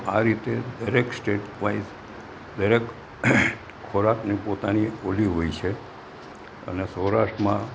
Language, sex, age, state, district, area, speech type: Gujarati, male, 60+, Gujarat, Valsad, rural, spontaneous